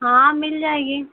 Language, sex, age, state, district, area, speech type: Hindi, female, 18-30, Uttar Pradesh, Mau, rural, conversation